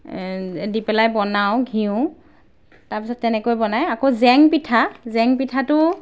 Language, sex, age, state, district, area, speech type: Assamese, female, 30-45, Assam, Golaghat, urban, spontaneous